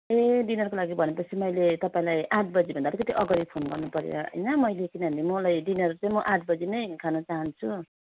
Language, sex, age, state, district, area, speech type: Nepali, female, 30-45, West Bengal, Darjeeling, rural, conversation